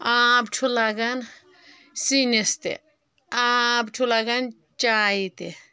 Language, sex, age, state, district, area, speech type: Kashmiri, female, 18-30, Jammu and Kashmir, Anantnag, rural, spontaneous